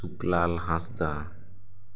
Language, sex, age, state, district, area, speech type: Santali, male, 18-30, West Bengal, Bankura, rural, spontaneous